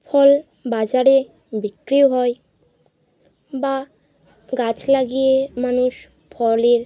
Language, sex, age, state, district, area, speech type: Bengali, female, 30-45, West Bengal, Bankura, urban, spontaneous